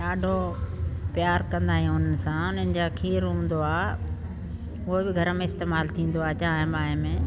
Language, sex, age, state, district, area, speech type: Sindhi, female, 60+, Delhi, South Delhi, rural, spontaneous